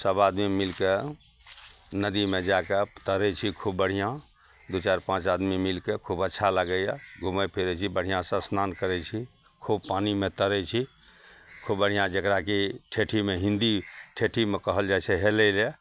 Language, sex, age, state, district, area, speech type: Maithili, male, 60+, Bihar, Araria, rural, spontaneous